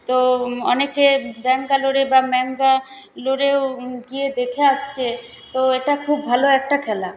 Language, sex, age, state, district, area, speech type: Bengali, female, 18-30, West Bengal, Paschim Bardhaman, urban, spontaneous